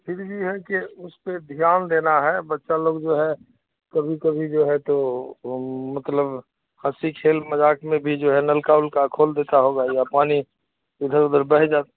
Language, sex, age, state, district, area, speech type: Urdu, male, 60+, Bihar, Khagaria, rural, conversation